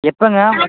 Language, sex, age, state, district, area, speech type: Tamil, male, 18-30, Tamil Nadu, Tiruchirappalli, rural, conversation